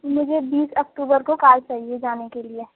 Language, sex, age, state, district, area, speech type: Urdu, female, 18-30, Uttar Pradesh, Aligarh, urban, conversation